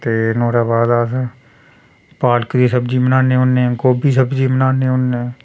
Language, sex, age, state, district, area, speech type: Dogri, male, 30-45, Jammu and Kashmir, Reasi, rural, spontaneous